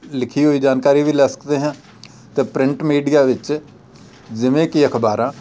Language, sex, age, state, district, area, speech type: Punjabi, male, 45-60, Punjab, Amritsar, rural, spontaneous